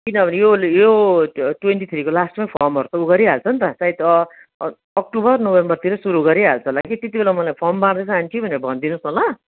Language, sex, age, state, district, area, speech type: Nepali, female, 60+, West Bengal, Kalimpong, rural, conversation